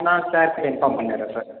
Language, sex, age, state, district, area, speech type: Tamil, male, 30-45, Tamil Nadu, Cuddalore, rural, conversation